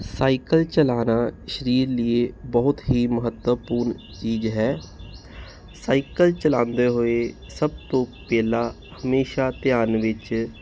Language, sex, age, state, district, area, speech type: Punjabi, male, 30-45, Punjab, Jalandhar, urban, spontaneous